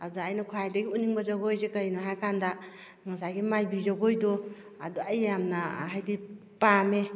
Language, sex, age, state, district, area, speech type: Manipuri, female, 45-60, Manipur, Kakching, rural, spontaneous